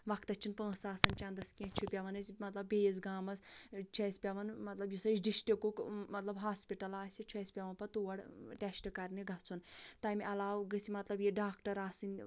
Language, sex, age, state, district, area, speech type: Kashmiri, female, 45-60, Jammu and Kashmir, Anantnag, rural, spontaneous